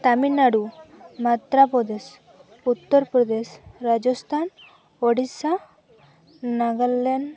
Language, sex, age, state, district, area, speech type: Santali, female, 18-30, West Bengal, Purulia, rural, spontaneous